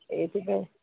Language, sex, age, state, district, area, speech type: Odia, female, 45-60, Odisha, Sundergarh, urban, conversation